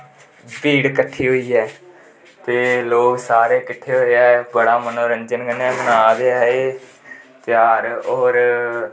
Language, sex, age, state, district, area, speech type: Dogri, male, 18-30, Jammu and Kashmir, Kathua, rural, spontaneous